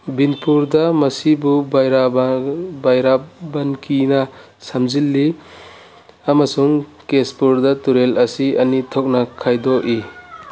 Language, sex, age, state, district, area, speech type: Manipuri, male, 45-60, Manipur, Churachandpur, rural, read